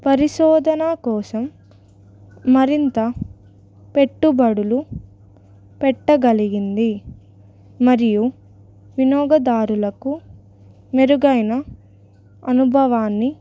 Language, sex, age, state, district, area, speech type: Telugu, female, 18-30, Telangana, Ranga Reddy, rural, spontaneous